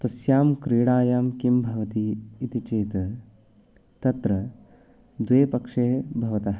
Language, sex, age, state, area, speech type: Sanskrit, male, 18-30, Uttarakhand, urban, spontaneous